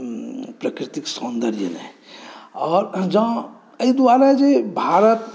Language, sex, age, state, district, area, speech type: Maithili, male, 45-60, Bihar, Saharsa, urban, spontaneous